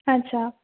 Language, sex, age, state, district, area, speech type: Sindhi, female, 18-30, Maharashtra, Thane, urban, conversation